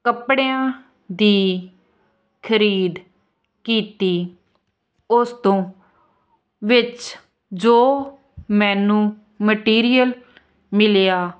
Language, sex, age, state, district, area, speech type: Punjabi, female, 18-30, Punjab, Hoshiarpur, rural, spontaneous